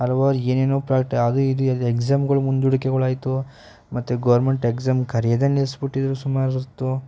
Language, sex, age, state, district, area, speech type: Kannada, male, 18-30, Karnataka, Mysore, rural, spontaneous